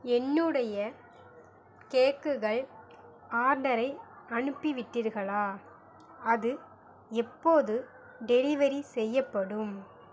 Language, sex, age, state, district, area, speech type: Tamil, female, 30-45, Tamil Nadu, Mayiladuthurai, urban, read